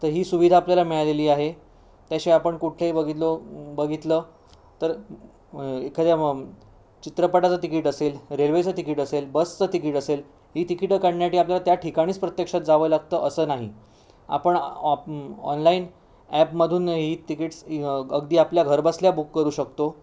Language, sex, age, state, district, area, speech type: Marathi, male, 30-45, Maharashtra, Sindhudurg, rural, spontaneous